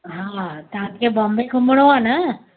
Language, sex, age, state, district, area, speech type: Sindhi, female, 45-60, Maharashtra, Mumbai Suburban, urban, conversation